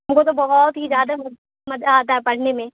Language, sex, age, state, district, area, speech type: Urdu, female, 18-30, Bihar, Khagaria, rural, conversation